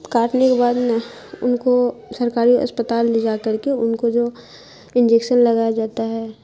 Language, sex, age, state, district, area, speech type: Urdu, female, 30-45, Bihar, Khagaria, rural, spontaneous